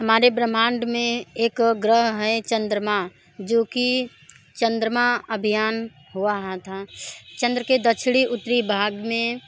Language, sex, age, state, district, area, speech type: Hindi, female, 45-60, Uttar Pradesh, Mirzapur, rural, spontaneous